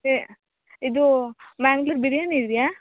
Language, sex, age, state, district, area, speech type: Kannada, female, 18-30, Karnataka, Kodagu, rural, conversation